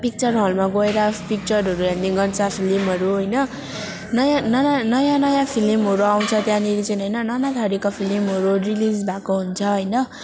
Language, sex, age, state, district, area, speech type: Nepali, female, 18-30, West Bengal, Alipurduar, urban, spontaneous